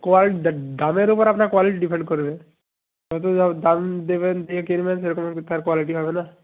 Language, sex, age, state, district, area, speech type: Bengali, male, 18-30, West Bengal, North 24 Parganas, rural, conversation